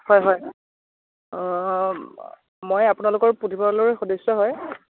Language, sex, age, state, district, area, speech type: Assamese, male, 18-30, Assam, Dhemaji, rural, conversation